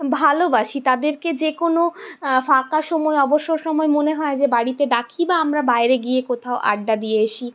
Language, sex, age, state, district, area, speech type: Bengali, female, 60+, West Bengal, Purulia, urban, spontaneous